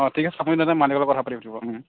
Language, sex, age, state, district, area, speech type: Assamese, female, 60+, Assam, Kamrup Metropolitan, urban, conversation